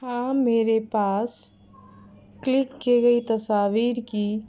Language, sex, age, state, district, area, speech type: Urdu, female, 30-45, Delhi, South Delhi, rural, spontaneous